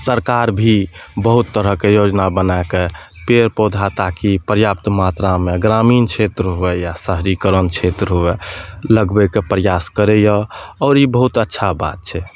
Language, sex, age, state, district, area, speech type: Maithili, male, 30-45, Bihar, Madhepura, urban, spontaneous